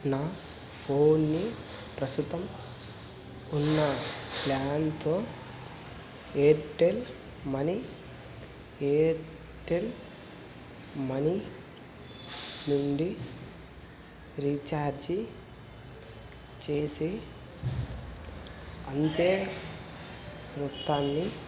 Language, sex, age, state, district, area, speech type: Telugu, male, 30-45, Andhra Pradesh, Kadapa, rural, read